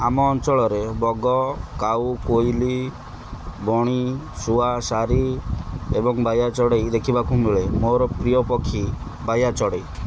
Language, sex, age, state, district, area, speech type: Odia, male, 30-45, Odisha, Kendrapara, urban, spontaneous